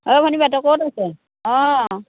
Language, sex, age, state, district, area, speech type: Assamese, female, 60+, Assam, Dhemaji, rural, conversation